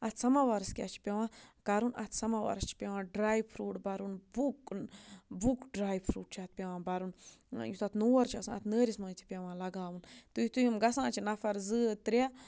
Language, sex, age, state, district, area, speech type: Kashmiri, female, 45-60, Jammu and Kashmir, Budgam, rural, spontaneous